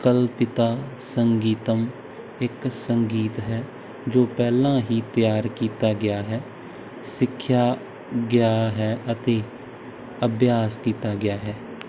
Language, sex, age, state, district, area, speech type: Punjabi, male, 18-30, Punjab, Bathinda, rural, read